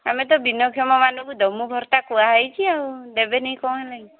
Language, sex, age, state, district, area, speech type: Odia, female, 45-60, Odisha, Angul, rural, conversation